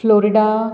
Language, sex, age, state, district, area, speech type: Gujarati, female, 30-45, Gujarat, Anand, urban, spontaneous